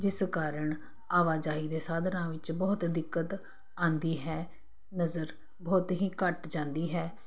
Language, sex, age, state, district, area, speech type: Punjabi, female, 45-60, Punjab, Kapurthala, urban, spontaneous